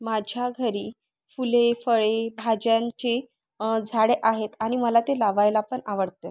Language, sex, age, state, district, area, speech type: Marathi, female, 30-45, Maharashtra, Thane, urban, spontaneous